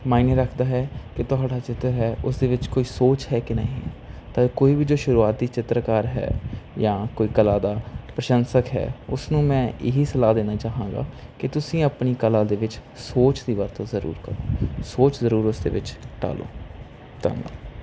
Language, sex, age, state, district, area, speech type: Punjabi, male, 18-30, Punjab, Mansa, rural, spontaneous